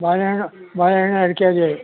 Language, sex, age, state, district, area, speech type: Kannada, male, 60+, Karnataka, Mandya, rural, conversation